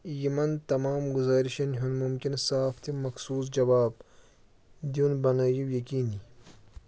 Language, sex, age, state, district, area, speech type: Kashmiri, male, 18-30, Jammu and Kashmir, Srinagar, urban, read